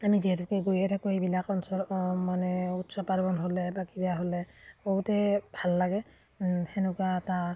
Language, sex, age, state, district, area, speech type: Assamese, female, 30-45, Assam, Udalguri, rural, spontaneous